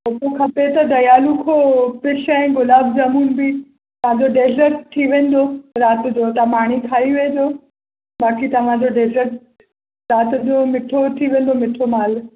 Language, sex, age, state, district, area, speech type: Sindhi, female, 18-30, Maharashtra, Mumbai Suburban, urban, conversation